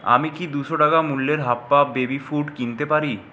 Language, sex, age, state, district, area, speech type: Bengali, male, 60+, West Bengal, Purulia, urban, read